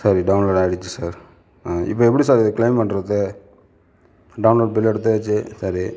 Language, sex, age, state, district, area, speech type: Tamil, male, 60+, Tamil Nadu, Sivaganga, urban, spontaneous